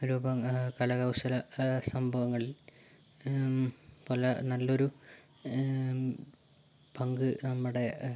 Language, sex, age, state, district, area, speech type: Malayalam, male, 18-30, Kerala, Kozhikode, urban, spontaneous